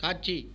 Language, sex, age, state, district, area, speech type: Tamil, male, 60+, Tamil Nadu, Viluppuram, rural, read